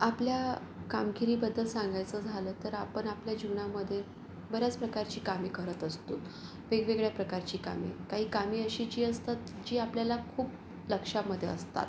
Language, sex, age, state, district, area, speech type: Marathi, female, 45-60, Maharashtra, Yavatmal, urban, spontaneous